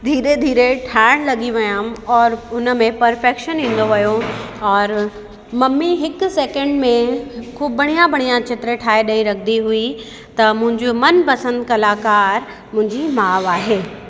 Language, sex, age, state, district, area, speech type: Sindhi, female, 30-45, Uttar Pradesh, Lucknow, urban, spontaneous